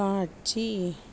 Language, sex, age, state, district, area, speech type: Tamil, female, 30-45, Tamil Nadu, Chennai, urban, read